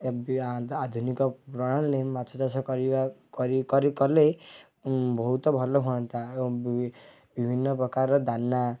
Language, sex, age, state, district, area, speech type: Odia, male, 18-30, Odisha, Kendujhar, urban, spontaneous